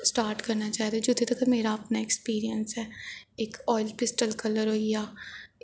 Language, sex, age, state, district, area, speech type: Dogri, female, 18-30, Jammu and Kashmir, Jammu, urban, spontaneous